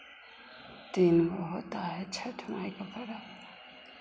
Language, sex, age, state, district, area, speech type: Hindi, female, 45-60, Bihar, Begusarai, rural, spontaneous